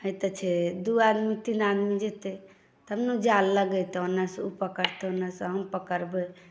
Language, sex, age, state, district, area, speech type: Maithili, male, 60+, Bihar, Saharsa, rural, spontaneous